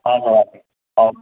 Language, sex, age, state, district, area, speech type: Nepali, male, 18-30, West Bengal, Darjeeling, rural, conversation